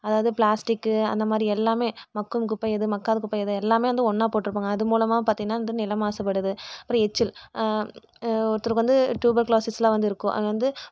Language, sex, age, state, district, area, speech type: Tamil, female, 18-30, Tamil Nadu, Erode, rural, spontaneous